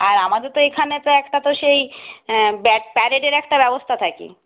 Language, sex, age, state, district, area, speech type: Bengali, female, 45-60, West Bengal, Purba Medinipur, rural, conversation